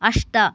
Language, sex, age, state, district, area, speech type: Sanskrit, female, 18-30, Karnataka, Gadag, urban, read